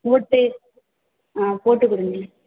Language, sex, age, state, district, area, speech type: Tamil, female, 18-30, Tamil Nadu, Tiruvarur, rural, conversation